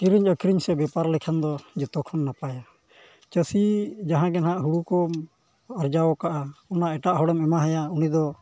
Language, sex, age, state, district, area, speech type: Santali, male, 45-60, Jharkhand, East Singhbhum, rural, spontaneous